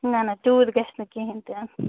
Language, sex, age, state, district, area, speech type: Kashmiri, female, 30-45, Jammu and Kashmir, Bandipora, rural, conversation